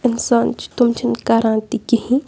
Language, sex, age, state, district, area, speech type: Kashmiri, female, 18-30, Jammu and Kashmir, Bandipora, urban, spontaneous